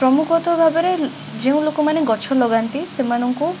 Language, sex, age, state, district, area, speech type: Odia, female, 18-30, Odisha, Cuttack, urban, spontaneous